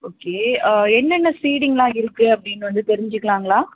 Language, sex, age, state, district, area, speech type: Tamil, female, 18-30, Tamil Nadu, Madurai, urban, conversation